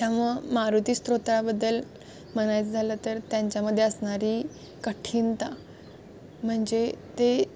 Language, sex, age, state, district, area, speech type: Marathi, female, 18-30, Maharashtra, Kolhapur, urban, spontaneous